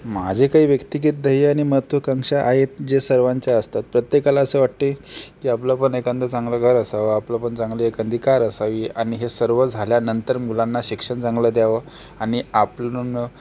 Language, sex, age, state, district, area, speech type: Marathi, male, 18-30, Maharashtra, Akola, rural, spontaneous